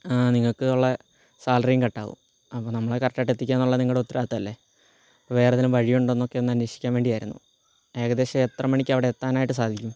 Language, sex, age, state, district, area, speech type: Malayalam, male, 18-30, Kerala, Kottayam, rural, spontaneous